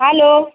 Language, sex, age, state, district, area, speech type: Urdu, female, 18-30, Maharashtra, Nashik, rural, conversation